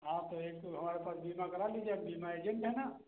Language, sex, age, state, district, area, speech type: Hindi, male, 30-45, Uttar Pradesh, Sitapur, rural, conversation